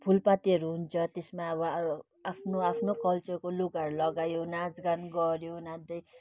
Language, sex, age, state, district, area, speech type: Nepali, female, 60+, West Bengal, Kalimpong, rural, spontaneous